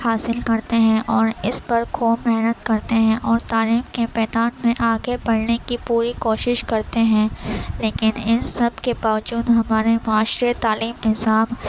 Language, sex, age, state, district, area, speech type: Urdu, female, 18-30, Uttar Pradesh, Gautam Buddha Nagar, rural, spontaneous